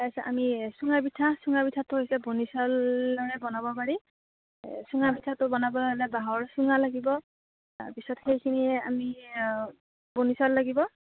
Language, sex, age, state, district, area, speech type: Assamese, female, 60+, Assam, Darrang, rural, conversation